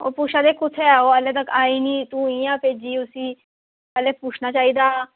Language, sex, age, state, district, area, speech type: Dogri, female, 18-30, Jammu and Kashmir, Udhampur, rural, conversation